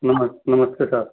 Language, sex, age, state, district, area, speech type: Hindi, male, 45-60, Uttar Pradesh, Ghazipur, rural, conversation